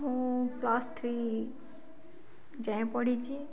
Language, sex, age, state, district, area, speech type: Odia, female, 45-60, Odisha, Nayagarh, rural, spontaneous